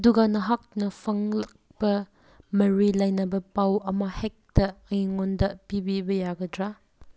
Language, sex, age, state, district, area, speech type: Manipuri, female, 18-30, Manipur, Kangpokpi, urban, read